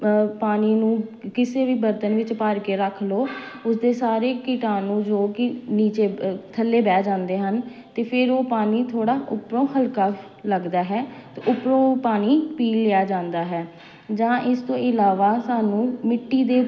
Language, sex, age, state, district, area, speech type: Punjabi, female, 30-45, Punjab, Amritsar, urban, spontaneous